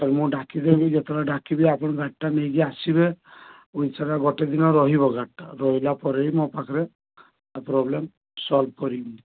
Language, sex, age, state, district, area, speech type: Odia, male, 30-45, Odisha, Balasore, rural, conversation